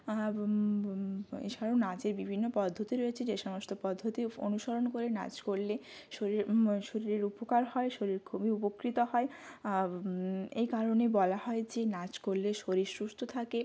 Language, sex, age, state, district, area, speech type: Bengali, female, 18-30, West Bengal, Jalpaiguri, rural, spontaneous